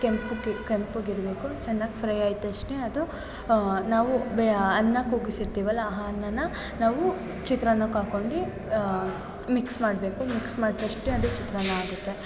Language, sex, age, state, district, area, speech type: Kannada, female, 18-30, Karnataka, Mysore, urban, spontaneous